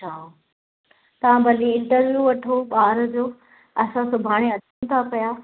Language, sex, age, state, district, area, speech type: Sindhi, female, 30-45, Maharashtra, Thane, urban, conversation